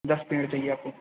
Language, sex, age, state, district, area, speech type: Hindi, male, 30-45, Uttar Pradesh, Lucknow, rural, conversation